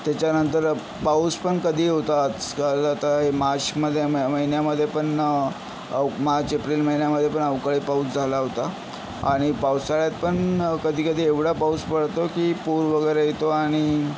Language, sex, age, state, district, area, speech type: Marathi, male, 45-60, Maharashtra, Yavatmal, urban, spontaneous